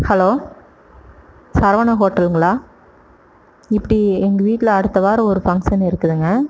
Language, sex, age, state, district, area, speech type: Tamil, female, 30-45, Tamil Nadu, Erode, rural, spontaneous